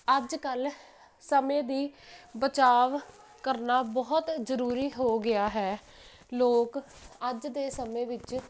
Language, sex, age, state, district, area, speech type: Punjabi, female, 18-30, Punjab, Jalandhar, urban, spontaneous